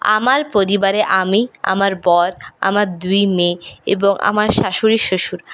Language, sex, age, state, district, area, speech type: Bengali, female, 45-60, West Bengal, Purulia, rural, spontaneous